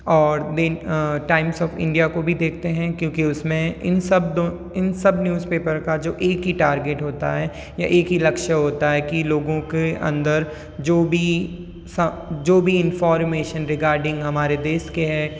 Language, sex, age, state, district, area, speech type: Hindi, female, 18-30, Rajasthan, Jodhpur, urban, spontaneous